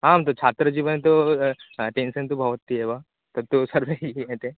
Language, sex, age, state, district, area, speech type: Sanskrit, male, 18-30, West Bengal, Paschim Medinipur, rural, conversation